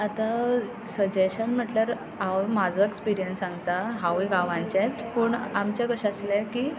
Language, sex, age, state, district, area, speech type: Goan Konkani, female, 18-30, Goa, Tiswadi, rural, spontaneous